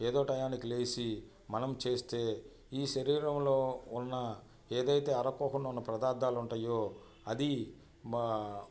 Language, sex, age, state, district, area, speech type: Telugu, male, 45-60, Andhra Pradesh, Bapatla, urban, spontaneous